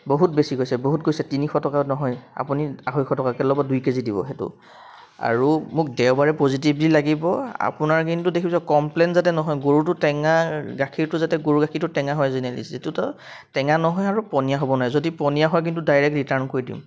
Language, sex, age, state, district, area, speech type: Assamese, male, 30-45, Assam, Jorhat, urban, spontaneous